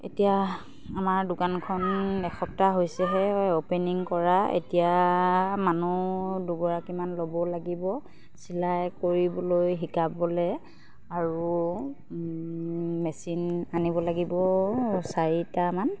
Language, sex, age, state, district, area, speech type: Assamese, female, 30-45, Assam, Charaideo, rural, spontaneous